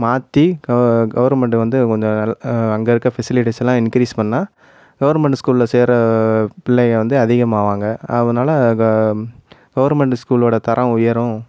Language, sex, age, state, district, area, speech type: Tamil, male, 18-30, Tamil Nadu, Madurai, urban, spontaneous